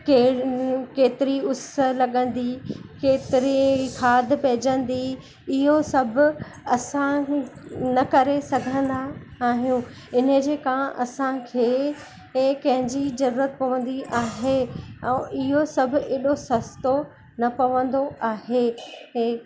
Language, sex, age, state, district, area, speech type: Sindhi, female, 45-60, Madhya Pradesh, Katni, urban, spontaneous